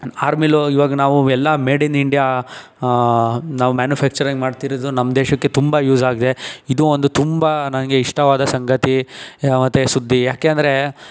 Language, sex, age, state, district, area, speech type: Kannada, male, 18-30, Karnataka, Tumkur, rural, spontaneous